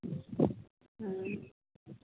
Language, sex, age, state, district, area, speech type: Manipuri, female, 45-60, Manipur, Imphal East, rural, conversation